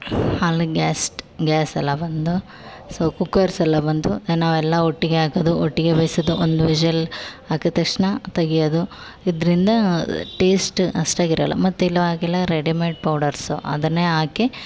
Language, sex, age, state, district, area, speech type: Kannada, female, 18-30, Karnataka, Chamarajanagar, rural, spontaneous